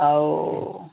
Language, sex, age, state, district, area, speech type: Odia, male, 45-60, Odisha, Gajapati, rural, conversation